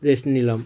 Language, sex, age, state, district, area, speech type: Bengali, male, 45-60, West Bengal, Howrah, urban, spontaneous